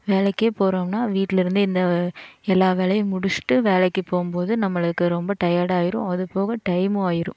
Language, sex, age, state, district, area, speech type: Tamil, female, 18-30, Tamil Nadu, Coimbatore, rural, spontaneous